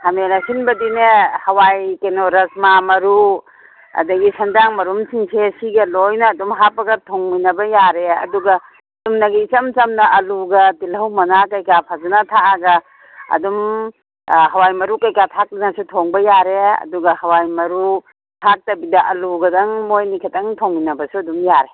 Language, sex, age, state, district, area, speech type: Manipuri, female, 60+, Manipur, Imphal West, rural, conversation